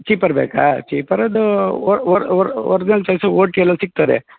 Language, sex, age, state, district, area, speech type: Kannada, male, 30-45, Karnataka, Udupi, rural, conversation